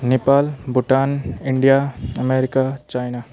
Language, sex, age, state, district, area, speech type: Nepali, male, 30-45, West Bengal, Jalpaiguri, rural, spontaneous